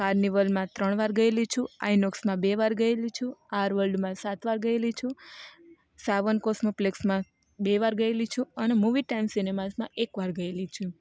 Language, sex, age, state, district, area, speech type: Gujarati, female, 30-45, Gujarat, Rajkot, rural, spontaneous